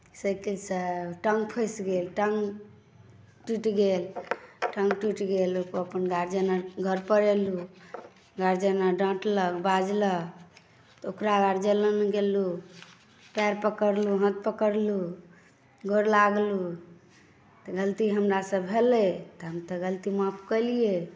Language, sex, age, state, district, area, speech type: Maithili, male, 60+, Bihar, Saharsa, rural, spontaneous